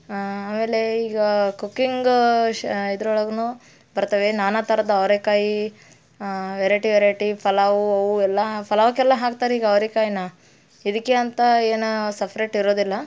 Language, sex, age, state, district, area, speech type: Kannada, female, 30-45, Karnataka, Dharwad, urban, spontaneous